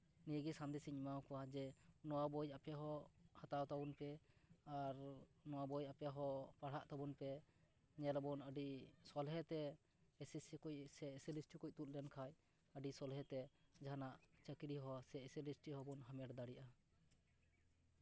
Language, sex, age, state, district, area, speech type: Santali, male, 30-45, West Bengal, Purba Bardhaman, rural, spontaneous